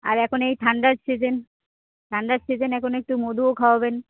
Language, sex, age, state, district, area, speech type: Bengali, female, 30-45, West Bengal, Cooch Behar, urban, conversation